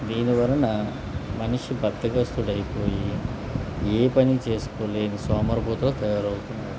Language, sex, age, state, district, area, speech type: Telugu, male, 30-45, Andhra Pradesh, Anakapalli, rural, spontaneous